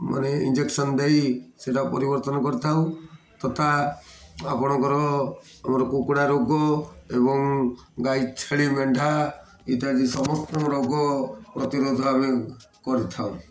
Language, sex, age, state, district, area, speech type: Odia, male, 45-60, Odisha, Kendrapara, urban, spontaneous